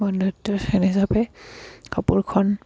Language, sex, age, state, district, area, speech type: Assamese, female, 60+, Assam, Dibrugarh, rural, spontaneous